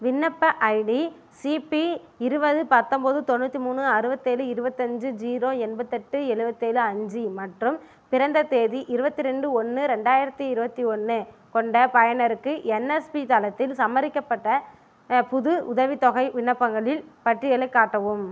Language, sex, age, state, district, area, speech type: Tamil, female, 18-30, Tamil Nadu, Ariyalur, rural, read